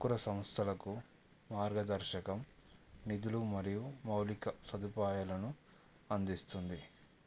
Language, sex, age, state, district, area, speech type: Telugu, male, 30-45, Telangana, Yadadri Bhuvanagiri, urban, spontaneous